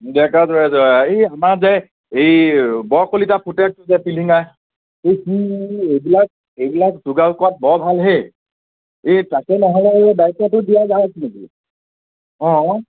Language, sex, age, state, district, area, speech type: Assamese, male, 30-45, Assam, Nagaon, rural, conversation